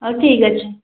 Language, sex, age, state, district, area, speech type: Odia, female, 18-30, Odisha, Khordha, rural, conversation